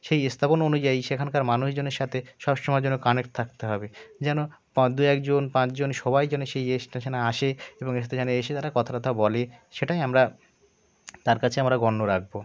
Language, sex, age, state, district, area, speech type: Bengali, male, 18-30, West Bengal, Birbhum, urban, spontaneous